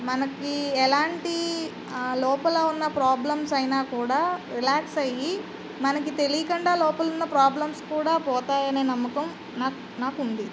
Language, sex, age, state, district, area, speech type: Telugu, female, 45-60, Andhra Pradesh, Eluru, urban, spontaneous